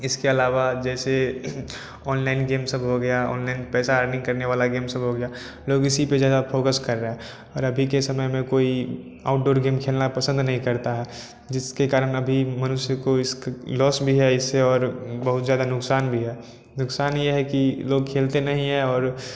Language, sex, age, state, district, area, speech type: Hindi, male, 18-30, Bihar, Samastipur, rural, spontaneous